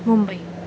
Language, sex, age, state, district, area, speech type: Sindhi, female, 18-30, Rajasthan, Ajmer, urban, spontaneous